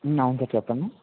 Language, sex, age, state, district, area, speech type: Telugu, male, 30-45, Andhra Pradesh, Kakinada, urban, conversation